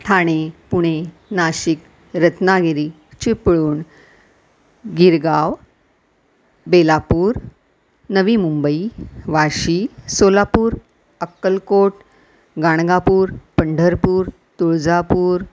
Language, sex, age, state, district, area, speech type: Marathi, female, 60+, Maharashtra, Thane, urban, spontaneous